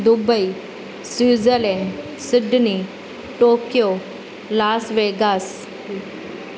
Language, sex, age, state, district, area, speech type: Sindhi, female, 30-45, Gujarat, Junagadh, rural, spontaneous